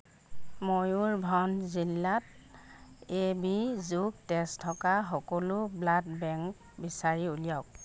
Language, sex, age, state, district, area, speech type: Assamese, female, 45-60, Assam, Jorhat, urban, read